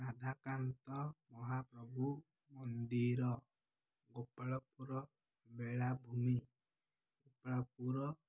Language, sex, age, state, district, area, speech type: Odia, male, 18-30, Odisha, Ganjam, urban, spontaneous